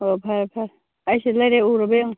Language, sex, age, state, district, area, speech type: Manipuri, female, 45-60, Manipur, Churachandpur, urban, conversation